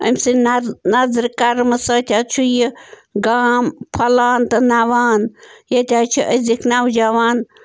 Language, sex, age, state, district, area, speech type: Kashmiri, female, 30-45, Jammu and Kashmir, Bandipora, rural, spontaneous